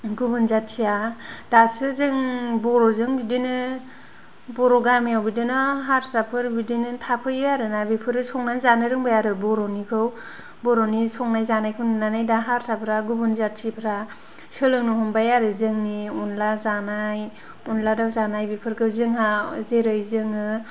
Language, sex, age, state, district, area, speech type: Bodo, female, 18-30, Assam, Kokrajhar, urban, spontaneous